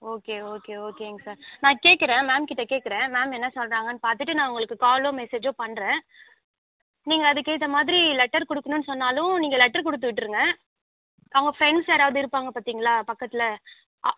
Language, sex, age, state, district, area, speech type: Tamil, female, 18-30, Tamil Nadu, Mayiladuthurai, rural, conversation